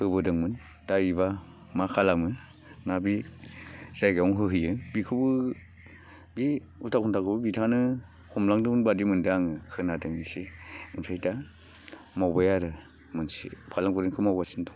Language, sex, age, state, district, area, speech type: Bodo, male, 45-60, Assam, Baksa, rural, spontaneous